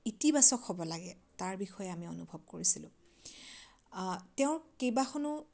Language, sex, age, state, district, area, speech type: Assamese, female, 30-45, Assam, Majuli, urban, spontaneous